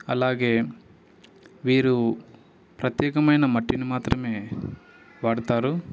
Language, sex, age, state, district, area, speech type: Telugu, male, 18-30, Telangana, Ranga Reddy, urban, spontaneous